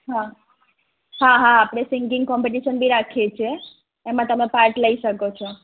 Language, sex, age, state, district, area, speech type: Gujarati, female, 30-45, Gujarat, Anand, rural, conversation